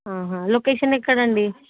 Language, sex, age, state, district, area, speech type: Telugu, female, 18-30, Telangana, Jayashankar, rural, conversation